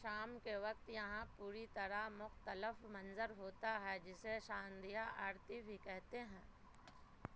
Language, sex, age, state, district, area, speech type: Urdu, female, 45-60, Bihar, Supaul, rural, read